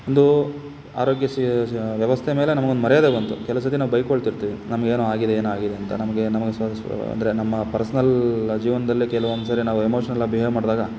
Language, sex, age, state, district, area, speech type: Kannada, male, 30-45, Karnataka, Chikkaballapur, urban, spontaneous